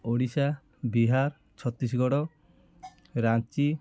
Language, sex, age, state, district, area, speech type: Odia, male, 30-45, Odisha, Kendujhar, urban, spontaneous